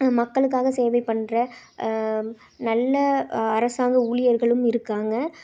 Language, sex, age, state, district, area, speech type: Tamil, female, 18-30, Tamil Nadu, Tiruppur, urban, spontaneous